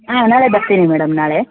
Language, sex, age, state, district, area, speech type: Kannada, female, 30-45, Karnataka, Kodagu, rural, conversation